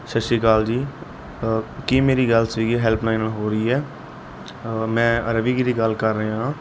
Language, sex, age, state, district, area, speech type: Punjabi, male, 18-30, Punjab, Mohali, rural, spontaneous